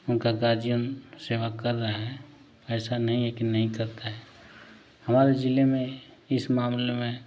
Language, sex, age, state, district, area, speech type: Hindi, male, 30-45, Uttar Pradesh, Ghazipur, rural, spontaneous